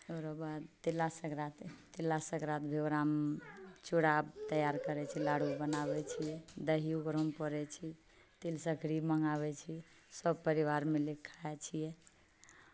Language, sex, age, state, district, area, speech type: Maithili, female, 45-60, Bihar, Purnia, urban, spontaneous